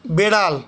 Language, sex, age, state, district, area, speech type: Bengali, male, 60+, West Bengal, Paschim Bardhaman, urban, read